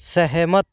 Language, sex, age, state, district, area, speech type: Hindi, male, 30-45, Rajasthan, Jaipur, urban, read